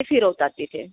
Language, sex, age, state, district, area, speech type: Marathi, other, 30-45, Maharashtra, Akola, urban, conversation